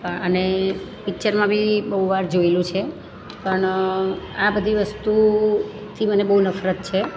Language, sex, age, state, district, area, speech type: Gujarati, female, 45-60, Gujarat, Surat, rural, spontaneous